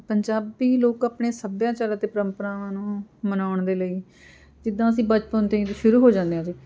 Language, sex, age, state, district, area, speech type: Punjabi, female, 30-45, Punjab, Amritsar, urban, spontaneous